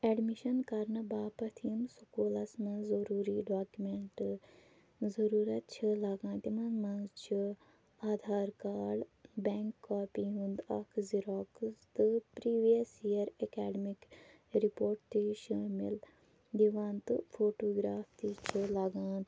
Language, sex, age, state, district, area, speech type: Kashmiri, female, 30-45, Jammu and Kashmir, Shopian, urban, spontaneous